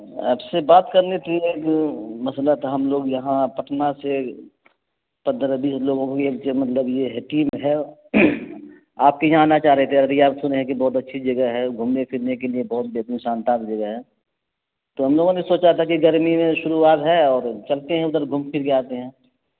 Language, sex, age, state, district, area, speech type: Urdu, male, 45-60, Bihar, Araria, rural, conversation